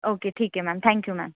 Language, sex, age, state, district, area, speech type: Marathi, female, 30-45, Maharashtra, Buldhana, rural, conversation